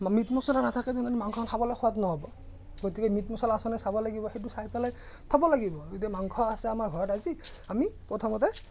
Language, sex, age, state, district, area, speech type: Assamese, male, 30-45, Assam, Morigaon, rural, spontaneous